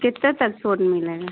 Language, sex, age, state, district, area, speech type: Hindi, female, 45-60, Uttar Pradesh, Pratapgarh, rural, conversation